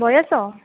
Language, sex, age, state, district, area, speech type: Odia, female, 45-60, Odisha, Kandhamal, rural, conversation